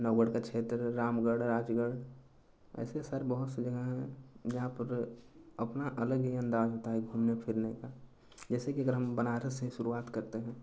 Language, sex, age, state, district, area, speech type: Hindi, male, 18-30, Uttar Pradesh, Chandauli, urban, spontaneous